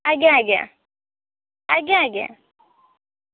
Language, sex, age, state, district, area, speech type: Odia, female, 18-30, Odisha, Jagatsinghpur, urban, conversation